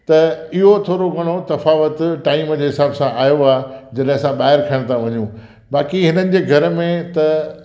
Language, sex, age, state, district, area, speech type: Sindhi, male, 60+, Gujarat, Kutch, urban, spontaneous